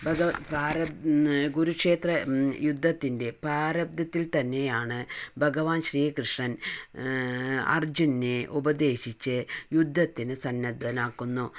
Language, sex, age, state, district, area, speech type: Malayalam, female, 45-60, Kerala, Palakkad, rural, spontaneous